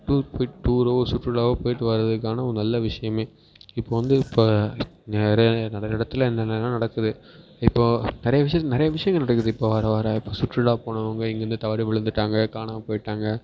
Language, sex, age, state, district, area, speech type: Tamil, male, 18-30, Tamil Nadu, Perambalur, rural, spontaneous